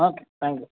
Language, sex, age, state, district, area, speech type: Tamil, male, 18-30, Tamil Nadu, Nilgiris, urban, conversation